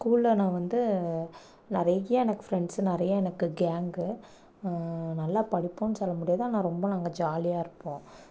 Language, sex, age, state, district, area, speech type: Tamil, female, 18-30, Tamil Nadu, Namakkal, rural, spontaneous